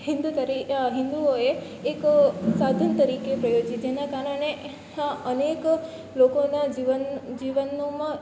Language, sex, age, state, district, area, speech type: Gujarati, female, 18-30, Gujarat, Surat, rural, spontaneous